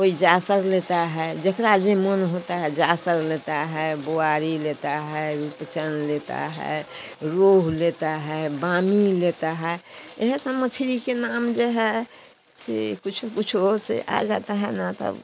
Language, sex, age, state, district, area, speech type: Hindi, female, 60+, Bihar, Samastipur, rural, spontaneous